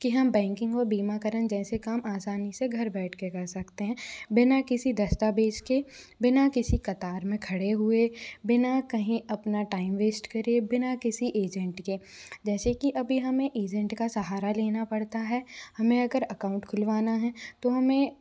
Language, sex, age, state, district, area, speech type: Hindi, female, 45-60, Madhya Pradesh, Bhopal, urban, spontaneous